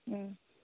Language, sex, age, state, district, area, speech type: Manipuri, female, 18-30, Manipur, Senapati, rural, conversation